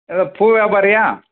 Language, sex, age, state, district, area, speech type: Tamil, male, 45-60, Tamil Nadu, Krishnagiri, rural, conversation